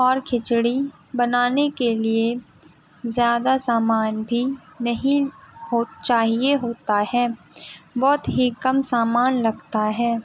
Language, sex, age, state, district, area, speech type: Urdu, female, 18-30, Delhi, Central Delhi, urban, spontaneous